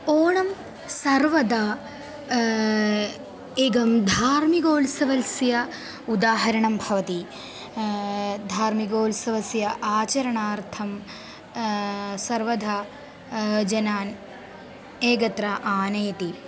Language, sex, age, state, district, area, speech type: Sanskrit, female, 18-30, Kerala, Palakkad, rural, spontaneous